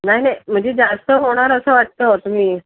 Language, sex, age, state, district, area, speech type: Marathi, female, 45-60, Maharashtra, Mumbai Suburban, urban, conversation